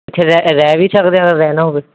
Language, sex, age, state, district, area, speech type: Punjabi, male, 18-30, Punjab, Mansa, urban, conversation